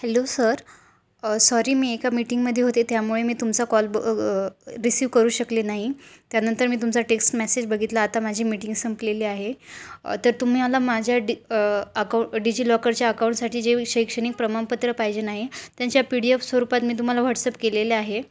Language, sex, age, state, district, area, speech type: Marathi, female, 18-30, Maharashtra, Ahmednagar, rural, spontaneous